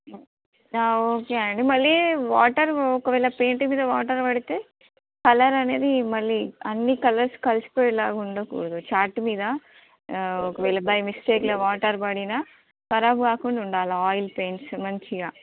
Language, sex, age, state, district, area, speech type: Telugu, female, 30-45, Telangana, Jagtial, urban, conversation